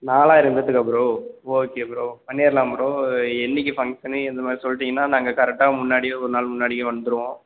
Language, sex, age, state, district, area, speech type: Tamil, male, 18-30, Tamil Nadu, Perambalur, rural, conversation